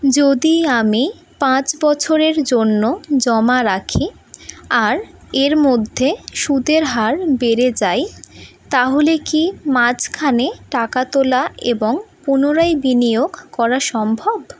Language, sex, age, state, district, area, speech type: Bengali, female, 18-30, West Bengal, North 24 Parganas, urban, read